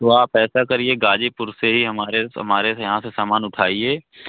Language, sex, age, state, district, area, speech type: Hindi, male, 18-30, Uttar Pradesh, Pratapgarh, rural, conversation